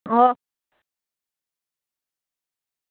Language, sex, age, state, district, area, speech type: Dogri, female, 45-60, Jammu and Kashmir, Reasi, rural, conversation